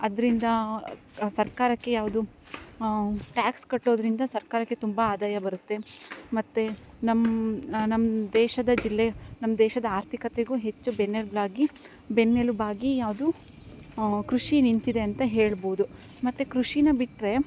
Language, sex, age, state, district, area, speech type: Kannada, female, 18-30, Karnataka, Chikkamagaluru, rural, spontaneous